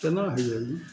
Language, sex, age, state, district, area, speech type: Maithili, male, 60+, Bihar, Araria, rural, spontaneous